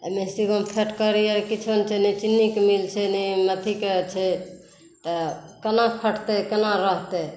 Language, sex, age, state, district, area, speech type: Maithili, female, 60+, Bihar, Saharsa, rural, spontaneous